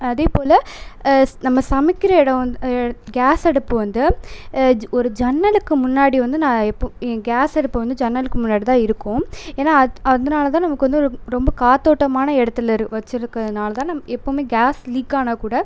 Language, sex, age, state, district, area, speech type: Tamil, female, 18-30, Tamil Nadu, Pudukkottai, rural, spontaneous